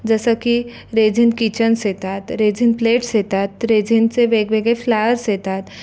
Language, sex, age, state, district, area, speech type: Marathi, female, 18-30, Maharashtra, Raigad, rural, spontaneous